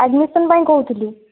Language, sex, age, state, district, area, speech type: Odia, female, 45-60, Odisha, Kandhamal, rural, conversation